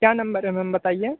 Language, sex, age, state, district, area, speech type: Hindi, male, 30-45, Uttar Pradesh, Sonbhadra, rural, conversation